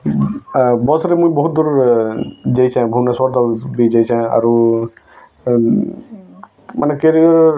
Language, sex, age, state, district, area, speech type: Odia, male, 18-30, Odisha, Bargarh, urban, spontaneous